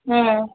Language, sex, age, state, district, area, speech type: Tamil, female, 30-45, Tamil Nadu, Chennai, urban, conversation